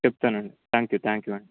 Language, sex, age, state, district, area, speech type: Telugu, male, 18-30, Telangana, Ranga Reddy, urban, conversation